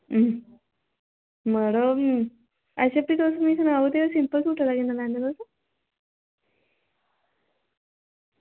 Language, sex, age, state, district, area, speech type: Dogri, female, 18-30, Jammu and Kashmir, Jammu, rural, conversation